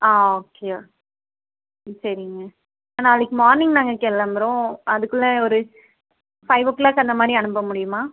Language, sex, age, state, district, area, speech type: Tamil, female, 18-30, Tamil Nadu, Krishnagiri, rural, conversation